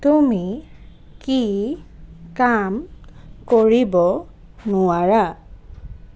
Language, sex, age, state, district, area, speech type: Assamese, female, 18-30, Assam, Nagaon, rural, read